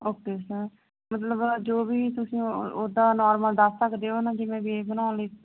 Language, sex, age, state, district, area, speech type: Punjabi, female, 18-30, Punjab, Barnala, rural, conversation